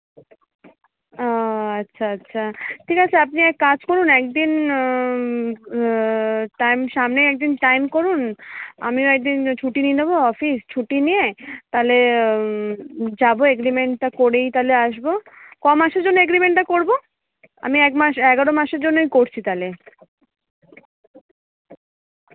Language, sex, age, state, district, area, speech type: Bengali, female, 30-45, West Bengal, Kolkata, urban, conversation